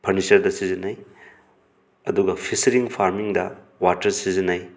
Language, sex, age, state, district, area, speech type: Manipuri, male, 30-45, Manipur, Thoubal, rural, spontaneous